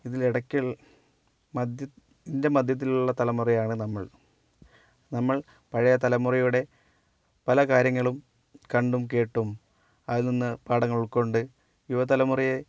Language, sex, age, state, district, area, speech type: Malayalam, female, 18-30, Kerala, Wayanad, rural, spontaneous